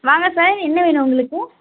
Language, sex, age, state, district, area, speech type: Tamil, female, 18-30, Tamil Nadu, Nagapattinam, rural, conversation